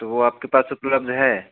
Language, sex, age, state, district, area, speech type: Hindi, male, 30-45, Uttar Pradesh, Chandauli, rural, conversation